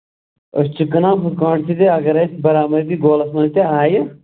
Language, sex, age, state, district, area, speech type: Kashmiri, male, 30-45, Jammu and Kashmir, Pulwama, urban, conversation